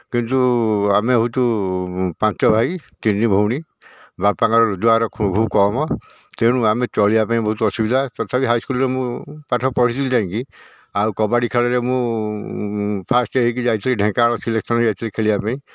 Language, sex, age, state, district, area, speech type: Odia, male, 60+, Odisha, Dhenkanal, rural, spontaneous